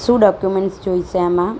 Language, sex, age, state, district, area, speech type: Gujarati, female, 30-45, Gujarat, Surat, rural, spontaneous